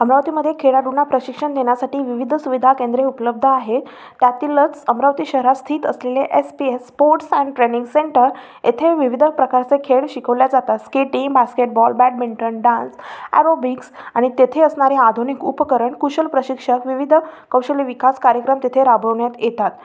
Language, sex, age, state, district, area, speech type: Marathi, female, 18-30, Maharashtra, Amravati, urban, spontaneous